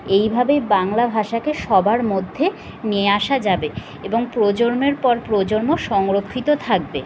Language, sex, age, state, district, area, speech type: Bengali, female, 30-45, West Bengal, Kolkata, urban, spontaneous